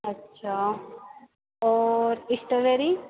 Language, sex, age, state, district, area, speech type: Hindi, female, 18-30, Madhya Pradesh, Harda, urban, conversation